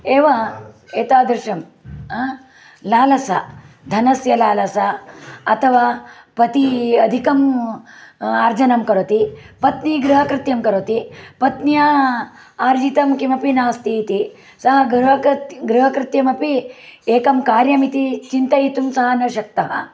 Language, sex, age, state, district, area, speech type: Sanskrit, female, 60+, Karnataka, Uttara Kannada, rural, spontaneous